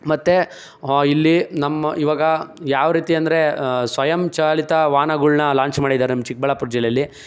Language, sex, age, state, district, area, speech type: Kannada, male, 18-30, Karnataka, Chikkaballapur, rural, spontaneous